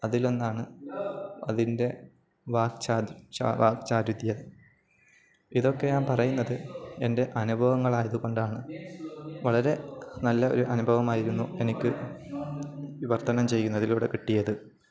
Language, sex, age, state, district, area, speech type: Malayalam, male, 18-30, Kerala, Kozhikode, rural, spontaneous